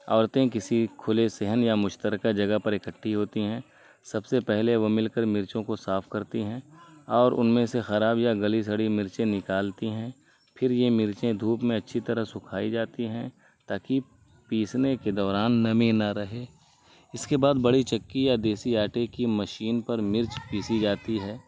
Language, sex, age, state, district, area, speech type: Urdu, male, 18-30, Uttar Pradesh, Azamgarh, rural, spontaneous